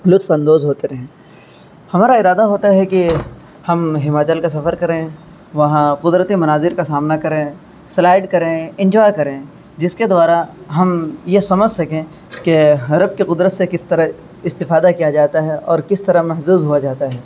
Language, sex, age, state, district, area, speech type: Urdu, male, 30-45, Uttar Pradesh, Azamgarh, rural, spontaneous